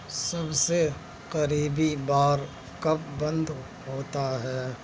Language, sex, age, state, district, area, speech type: Urdu, male, 18-30, Delhi, Central Delhi, rural, read